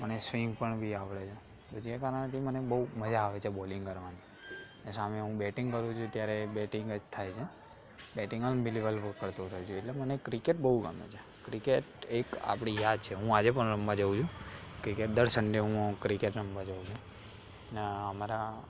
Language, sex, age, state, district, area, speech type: Gujarati, male, 18-30, Gujarat, Aravalli, urban, spontaneous